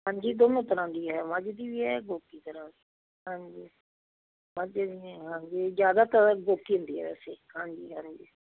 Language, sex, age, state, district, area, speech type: Punjabi, female, 60+, Punjab, Fazilka, rural, conversation